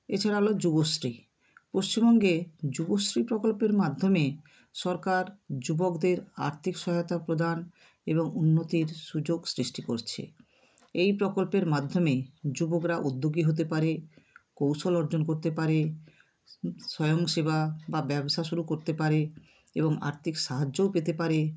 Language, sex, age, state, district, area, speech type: Bengali, female, 60+, West Bengal, Bankura, urban, spontaneous